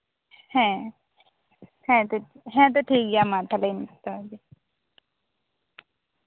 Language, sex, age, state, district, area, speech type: Santali, female, 18-30, West Bengal, Bankura, rural, conversation